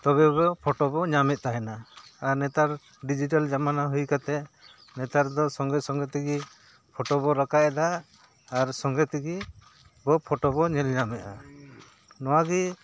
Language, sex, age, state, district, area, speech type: Santali, male, 45-60, Jharkhand, Bokaro, rural, spontaneous